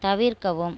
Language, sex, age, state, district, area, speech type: Tamil, female, 45-60, Tamil Nadu, Tiruchirappalli, rural, read